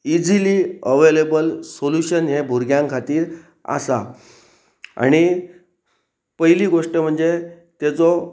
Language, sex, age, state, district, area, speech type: Goan Konkani, male, 45-60, Goa, Pernem, rural, spontaneous